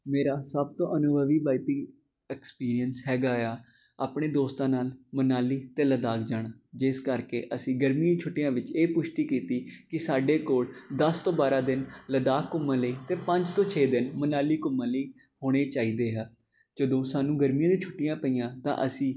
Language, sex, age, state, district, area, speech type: Punjabi, male, 18-30, Punjab, Jalandhar, urban, spontaneous